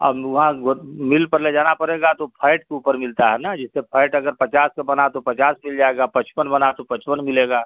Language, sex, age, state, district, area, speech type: Hindi, male, 60+, Uttar Pradesh, Chandauli, rural, conversation